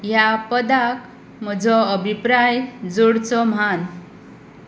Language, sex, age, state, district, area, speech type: Goan Konkani, female, 30-45, Goa, Tiswadi, rural, read